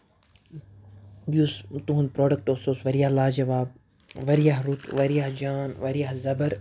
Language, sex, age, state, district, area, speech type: Kashmiri, female, 18-30, Jammu and Kashmir, Kupwara, rural, spontaneous